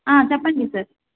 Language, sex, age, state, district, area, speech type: Telugu, female, 18-30, Andhra Pradesh, Nellore, rural, conversation